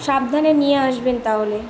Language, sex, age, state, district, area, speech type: Bengali, female, 18-30, West Bengal, Kolkata, urban, spontaneous